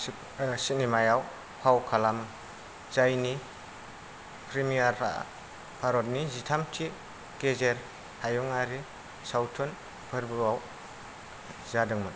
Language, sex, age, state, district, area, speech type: Bodo, male, 45-60, Assam, Kokrajhar, rural, read